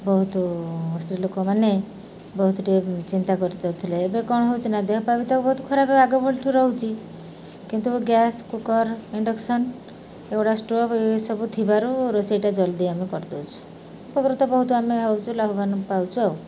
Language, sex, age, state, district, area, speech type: Odia, female, 60+, Odisha, Kendrapara, urban, spontaneous